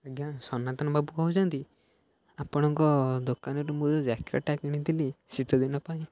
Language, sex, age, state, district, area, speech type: Odia, male, 18-30, Odisha, Jagatsinghpur, rural, spontaneous